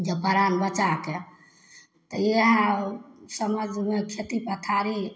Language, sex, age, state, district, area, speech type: Maithili, female, 45-60, Bihar, Samastipur, rural, spontaneous